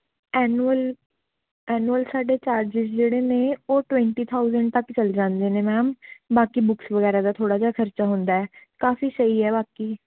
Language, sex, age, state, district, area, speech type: Punjabi, female, 18-30, Punjab, Shaheed Bhagat Singh Nagar, urban, conversation